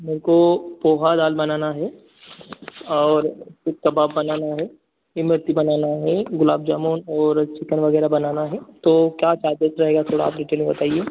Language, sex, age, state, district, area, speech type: Hindi, male, 18-30, Madhya Pradesh, Ujjain, rural, conversation